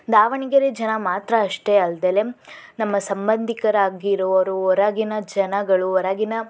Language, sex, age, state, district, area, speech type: Kannada, female, 18-30, Karnataka, Davanagere, rural, spontaneous